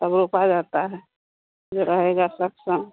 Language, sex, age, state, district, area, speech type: Hindi, female, 45-60, Bihar, Vaishali, rural, conversation